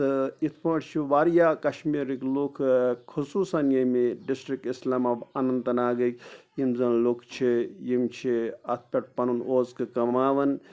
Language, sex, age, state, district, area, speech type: Kashmiri, male, 45-60, Jammu and Kashmir, Anantnag, rural, spontaneous